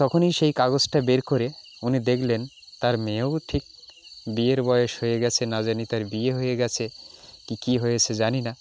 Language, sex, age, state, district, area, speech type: Bengali, male, 45-60, West Bengal, Jalpaiguri, rural, spontaneous